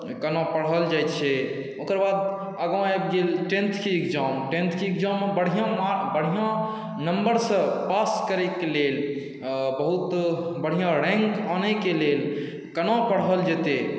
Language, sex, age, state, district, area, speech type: Maithili, male, 18-30, Bihar, Saharsa, rural, spontaneous